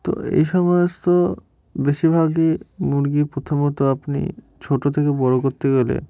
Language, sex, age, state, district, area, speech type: Bengali, male, 18-30, West Bengal, Murshidabad, urban, spontaneous